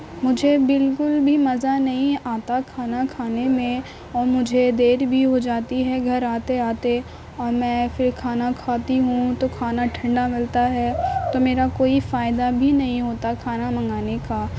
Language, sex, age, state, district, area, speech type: Urdu, female, 18-30, Uttar Pradesh, Gautam Buddha Nagar, urban, spontaneous